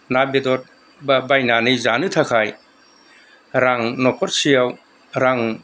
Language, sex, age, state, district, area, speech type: Bodo, male, 60+, Assam, Kokrajhar, rural, spontaneous